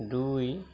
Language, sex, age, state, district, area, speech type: Assamese, male, 45-60, Assam, Majuli, rural, read